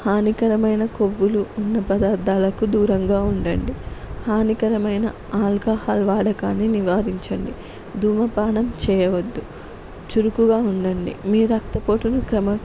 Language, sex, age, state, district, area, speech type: Telugu, female, 18-30, Telangana, Peddapalli, rural, spontaneous